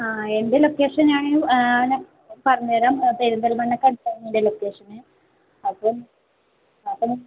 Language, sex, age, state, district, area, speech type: Malayalam, female, 18-30, Kerala, Palakkad, rural, conversation